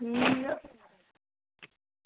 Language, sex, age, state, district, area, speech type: Dogri, female, 18-30, Jammu and Kashmir, Reasi, rural, conversation